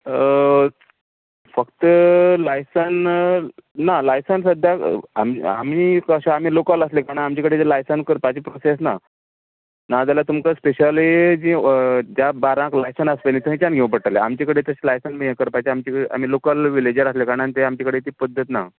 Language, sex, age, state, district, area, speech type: Goan Konkani, male, 30-45, Goa, Canacona, rural, conversation